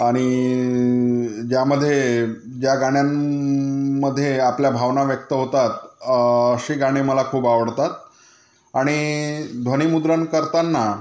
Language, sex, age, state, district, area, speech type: Marathi, male, 30-45, Maharashtra, Amravati, rural, spontaneous